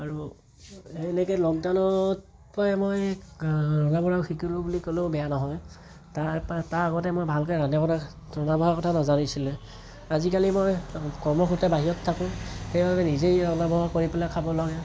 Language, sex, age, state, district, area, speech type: Assamese, male, 18-30, Assam, Tinsukia, rural, spontaneous